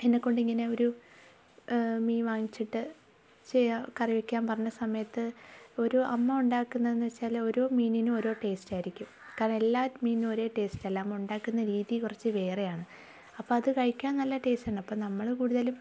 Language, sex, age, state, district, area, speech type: Malayalam, female, 18-30, Kerala, Thiruvananthapuram, rural, spontaneous